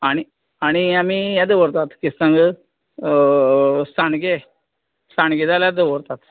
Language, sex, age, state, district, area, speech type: Goan Konkani, male, 45-60, Goa, Canacona, rural, conversation